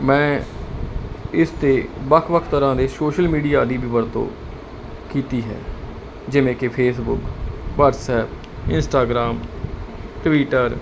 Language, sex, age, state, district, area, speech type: Punjabi, male, 45-60, Punjab, Barnala, rural, spontaneous